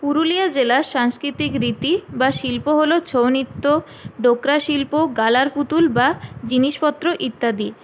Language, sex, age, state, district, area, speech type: Bengali, female, 18-30, West Bengal, Purulia, urban, spontaneous